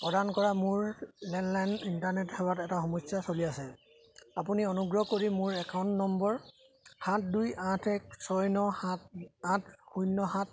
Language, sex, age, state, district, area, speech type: Assamese, male, 30-45, Assam, Charaideo, rural, read